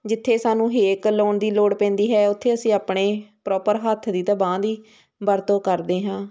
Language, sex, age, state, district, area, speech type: Punjabi, female, 30-45, Punjab, Hoshiarpur, rural, spontaneous